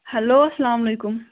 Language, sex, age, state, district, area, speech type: Kashmiri, female, 18-30, Jammu and Kashmir, Kulgam, rural, conversation